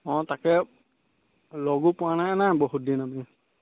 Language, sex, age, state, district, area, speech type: Assamese, male, 18-30, Assam, Charaideo, rural, conversation